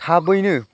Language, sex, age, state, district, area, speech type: Bodo, male, 18-30, Assam, Kokrajhar, rural, spontaneous